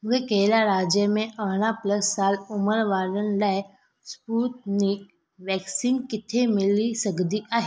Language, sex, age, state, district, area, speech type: Sindhi, female, 18-30, Gujarat, Surat, urban, read